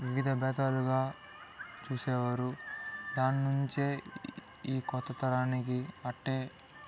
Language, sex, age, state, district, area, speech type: Telugu, male, 60+, Andhra Pradesh, Chittoor, rural, spontaneous